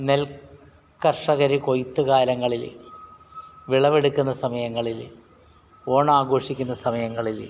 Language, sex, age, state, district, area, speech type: Malayalam, male, 60+, Kerala, Alappuzha, rural, spontaneous